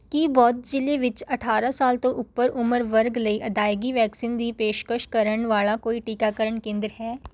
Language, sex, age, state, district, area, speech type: Punjabi, female, 18-30, Punjab, Rupnagar, rural, read